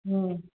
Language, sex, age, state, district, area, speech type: Bengali, male, 18-30, West Bengal, Paschim Bardhaman, urban, conversation